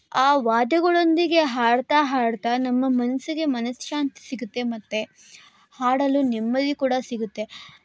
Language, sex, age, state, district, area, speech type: Kannada, female, 18-30, Karnataka, Tumkur, urban, spontaneous